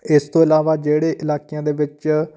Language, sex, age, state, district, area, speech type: Punjabi, male, 30-45, Punjab, Patiala, rural, spontaneous